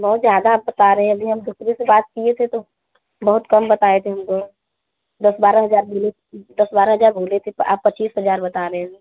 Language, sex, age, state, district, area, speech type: Hindi, female, 18-30, Uttar Pradesh, Mirzapur, rural, conversation